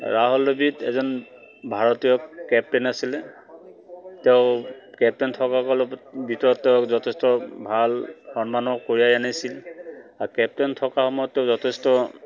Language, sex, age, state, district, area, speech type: Assamese, male, 45-60, Assam, Dibrugarh, urban, spontaneous